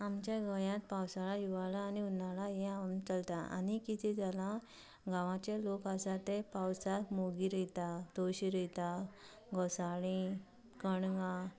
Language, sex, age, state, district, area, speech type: Goan Konkani, female, 18-30, Goa, Canacona, rural, spontaneous